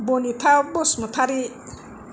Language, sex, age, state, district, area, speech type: Bodo, female, 60+, Assam, Kokrajhar, urban, spontaneous